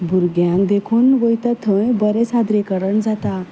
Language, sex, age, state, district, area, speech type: Goan Konkani, female, 30-45, Goa, Ponda, rural, spontaneous